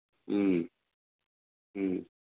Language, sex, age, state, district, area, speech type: Manipuri, male, 45-60, Manipur, Imphal East, rural, conversation